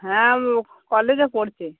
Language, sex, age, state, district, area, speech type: Bengali, female, 45-60, West Bengal, Cooch Behar, urban, conversation